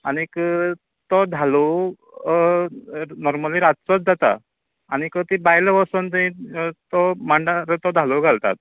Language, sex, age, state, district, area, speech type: Goan Konkani, male, 45-60, Goa, Canacona, rural, conversation